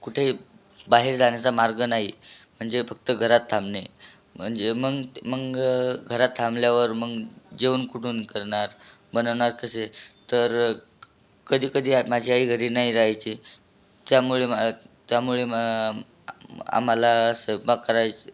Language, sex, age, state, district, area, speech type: Marathi, male, 18-30, Maharashtra, Buldhana, rural, spontaneous